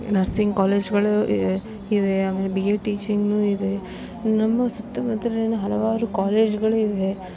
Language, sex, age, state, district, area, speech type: Kannada, female, 18-30, Karnataka, Bellary, rural, spontaneous